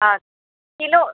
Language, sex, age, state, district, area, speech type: Sanskrit, female, 30-45, Andhra Pradesh, Chittoor, urban, conversation